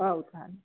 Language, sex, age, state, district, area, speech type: Odia, female, 60+, Odisha, Jharsuguda, rural, conversation